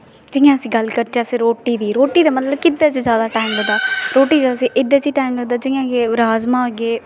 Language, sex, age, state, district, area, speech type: Dogri, female, 18-30, Jammu and Kashmir, Kathua, rural, spontaneous